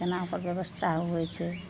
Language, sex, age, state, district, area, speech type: Maithili, female, 45-60, Bihar, Madhepura, rural, spontaneous